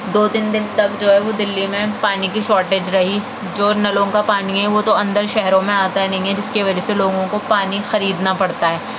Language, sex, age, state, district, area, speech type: Urdu, female, 18-30, Delhi, South Delhi, urban, spontaneous